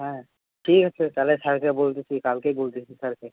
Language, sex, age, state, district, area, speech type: Bengali, male, 18-30, West Bengal, Alipurduar, rural, conversation